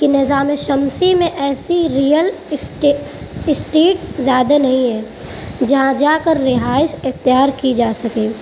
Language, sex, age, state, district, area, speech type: Urdu, female, 18-30, Uttar Pradesh, Mau, urban, spontaneous